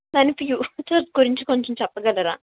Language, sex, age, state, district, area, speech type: Telugu, female, 18-30, Andhra Pradesh, Krishna, urban, conversation